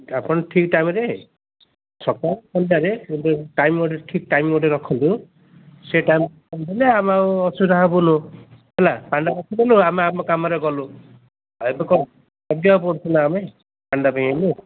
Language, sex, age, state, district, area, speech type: Odia, male, 60+, Odisha, Gajapati, rural, conversation